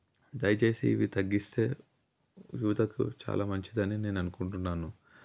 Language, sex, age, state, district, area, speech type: Telugu, male, 30-45, Telangana, Yadadri Bhuvanagiri, rural, spontaneous